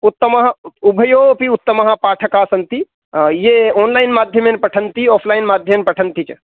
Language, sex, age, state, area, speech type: Sanskrit, male, 30-45, Rajasthan, urban, conversation